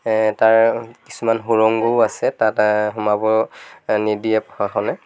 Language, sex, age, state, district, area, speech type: Assamese, male, 30-45, Assam, Lakhimpur, rural, spontaneous